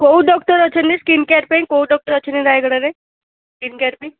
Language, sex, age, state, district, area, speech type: Odia, female, 18-30, Odisha, Rayagada, rural, conversation